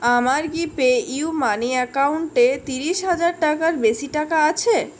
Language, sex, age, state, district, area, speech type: Bengali, female, 60+, West Bengal, Purulia, urban, read